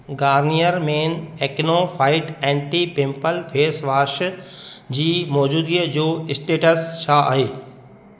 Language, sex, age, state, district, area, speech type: Sindhi, male, 30-45, Madhya Pradesh, Katni, urban, read